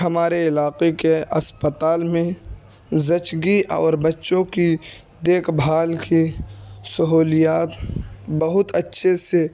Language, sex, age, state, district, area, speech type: Urdu, male, 18-30, Uttar Pradesh, Ghaziabad, rural, spontaneous